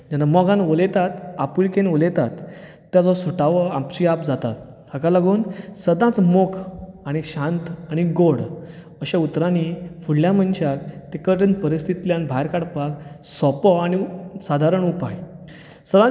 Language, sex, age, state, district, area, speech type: Goan Konkani, male, 30-45, Goa, Bardez, rural, spontaneous